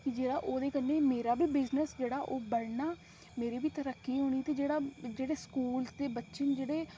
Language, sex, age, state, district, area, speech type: Dogri, female, 30-45, Jammu and Kashmir, Reasi, rural, spontaneous